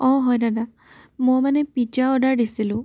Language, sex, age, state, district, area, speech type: Assamese, female, 18-30, Assam, Jorhat, urban, spontaneous